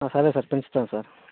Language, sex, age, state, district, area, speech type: Telugu, male, 60+, Andhra Pradesh, Vizianagaram, rural, conversation